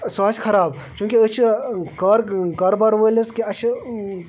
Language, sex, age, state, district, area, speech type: Kashmiri, male, 30-45, Jammu and Kashmir, Baramulla, rural, spontaneous